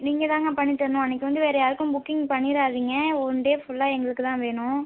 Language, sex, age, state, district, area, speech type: Tamil, female, 18-30, Tamil Nadu, Tiruchirappalli, rural, conversation